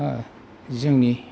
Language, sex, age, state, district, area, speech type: Bodo, male, 45-60, Assam, Kokrajhar, rural, spontaneous